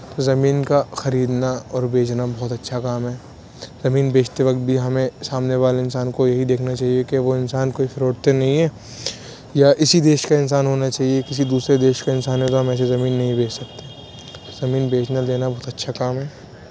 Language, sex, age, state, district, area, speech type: Urdu, male, 18-30, Uttar Pradesh, Aligarh, urban, spontaneous